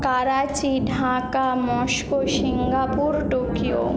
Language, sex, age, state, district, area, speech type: Bengali, female, 18-30, West Bengal, Jhargram, rural, spontaneous